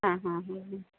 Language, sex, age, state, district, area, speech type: Malayalam, female, 45-60, Kerala, Kottayam, rural, conversation